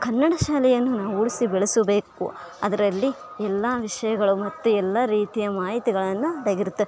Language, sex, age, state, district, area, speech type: Kannada, female, 18-30, Karnataka, Bellary, rural, spontaneous